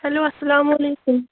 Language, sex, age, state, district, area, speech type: Kashmiri, female, 18-30, Jammu and Kashmir, Kulgam, rural, conversation